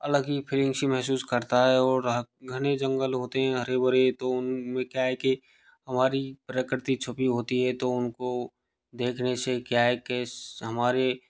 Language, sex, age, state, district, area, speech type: Hindi, male, 60+, Rajasthan, Karauli, rural, spontaneous